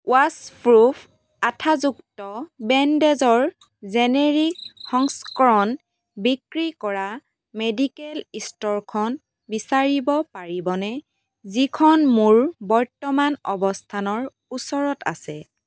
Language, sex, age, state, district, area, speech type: Assamese, female, 18-30, Assam, Tinsukia, urban, read